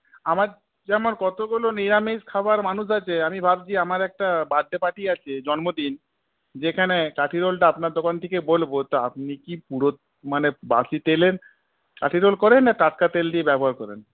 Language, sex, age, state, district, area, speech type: Bengali, male, 45-60, West Bengal, Purulia, urban, conversation